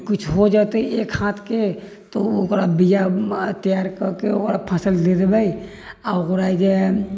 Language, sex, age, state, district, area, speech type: Maithili, male, 60+, Bihar, Sitamarhi, rural, spontaneous